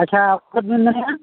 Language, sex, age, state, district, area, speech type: Santali, male, 45-60, Odisha, Mayurbhanj, rural, conversation